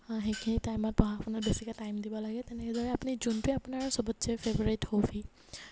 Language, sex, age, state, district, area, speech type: Assamese, female, 18-30, Assam, Nagaon, rural, spontaneous